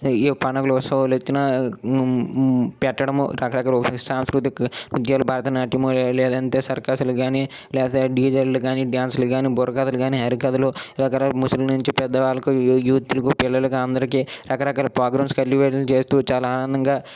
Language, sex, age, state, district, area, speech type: Telugu, male, 18-30, Andhra Pradesh, Srikakulam, urban, spontaneous